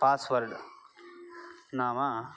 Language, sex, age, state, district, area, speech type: Sanskrit, male, 30-45, Karnataka, Bangalore Urban, urban, spontaneous